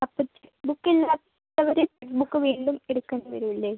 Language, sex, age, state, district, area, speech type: Malayalam, female, 45-60, Kerala, Kozhikode, urban, conversation